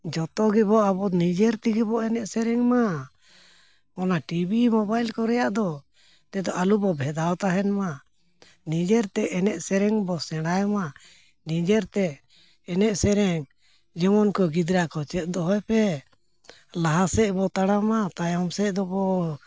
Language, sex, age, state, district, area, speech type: Santali, male, 60+, Jharkhand, Bokaro, rural, spontaneous